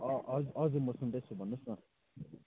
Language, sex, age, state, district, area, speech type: Nepali, male, 18-30, West Bengal, Kalimpong, rural, conversation